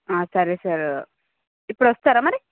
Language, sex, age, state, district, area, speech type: Telugu, female, 60+, Andhra Pradesh, Visakhapatnam, urban, conversation